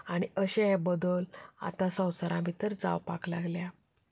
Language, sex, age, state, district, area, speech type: Goan Konkani, female, 30-45, Goa, Canacona, rural, spontaneous